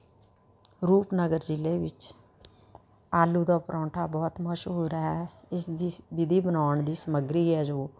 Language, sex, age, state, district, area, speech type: Punjabi, female, 60+, Punjab, Rupnagar, urban, spontaneous